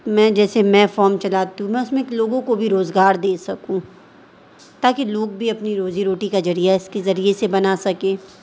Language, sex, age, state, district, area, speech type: Urdu, female, 18-30, Bihar, Darbhanga, rural, spontaneous